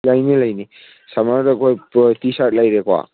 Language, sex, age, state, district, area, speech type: Manipuri, male, 18-30, Manipur, Kangpokpi, urban, conversation